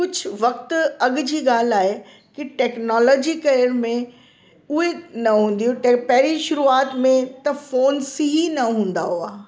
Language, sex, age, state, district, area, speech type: Sindhi, female, 60+, Delhi, South Delhi, urban, spontaneous